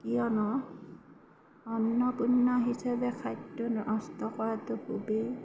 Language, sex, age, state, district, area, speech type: Assamese, female, 45-60, Assam, Darrang, rural, spontaneous